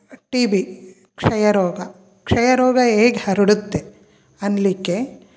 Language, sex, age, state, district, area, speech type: Kannada, female, 45-60, Karnataka, Koppal, rural, spontaneous